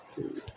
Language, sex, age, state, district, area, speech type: Punjabi, male, 30-45, Punjab, Mohali, rural, spontaneous